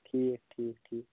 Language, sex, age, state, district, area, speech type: Kashmiri, male, 18-30, Jammu and Kashmir, Anantnag, rural, conversation